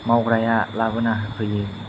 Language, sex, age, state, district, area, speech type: Bodo, male, 18-30, Assam, Chirang, urban, spontaneous